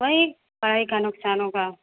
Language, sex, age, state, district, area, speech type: Urdu, female, 30-45, Uttar Pradesh, Mau, urban, conversation